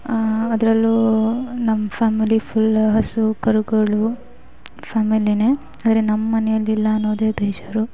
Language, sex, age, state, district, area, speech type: Kannada, female, 18-30, Karnataka, Gadag, rural, spontaneous